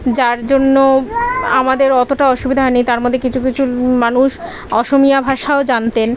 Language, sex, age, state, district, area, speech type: Bengali, female, 30-45, West Bengal, Kolkata, urban, spontaneous